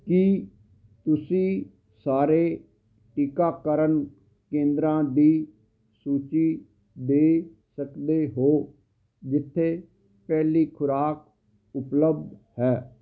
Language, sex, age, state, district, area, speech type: Punjabi, male, 60+, Punjab, Fazilka, rural, read